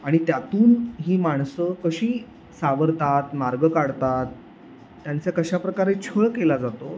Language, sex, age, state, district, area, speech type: Marathi, male, 30-45, Maharashtra, Sangli, urban, spontaneous